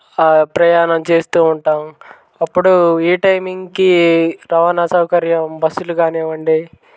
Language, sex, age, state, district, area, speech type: Telugu, male, 18-30, Andhra Pradesh, Guntur, urban, spontaneous